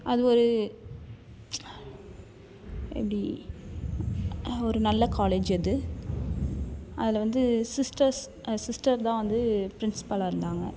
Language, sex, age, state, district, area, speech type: Tamil, female, 18-30, Tamil Nadu, Thanjavur, rural, spontaneous